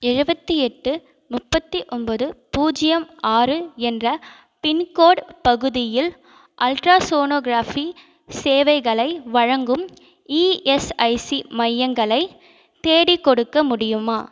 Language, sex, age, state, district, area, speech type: Tamil, female, 18-30, Tamil Nadu, Viluppuram, urban, read